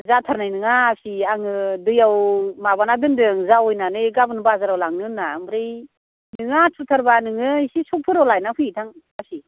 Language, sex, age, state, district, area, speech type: Bodo, female, 45-60, Assam, Baksa, rural, conversation